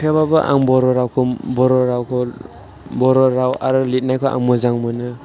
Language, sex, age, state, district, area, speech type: Bodo, male, 18-30, Assam, Chirang, rural, spontaneous